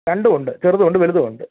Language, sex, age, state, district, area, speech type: Malayalam, male, 30-45, Kerala, Pathanamthitta, rural, conversation